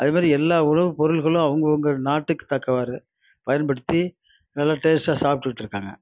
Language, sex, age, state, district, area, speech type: Tamil, male, 60+, Tamil Nadu, Nagapattinam, rural, spontaneous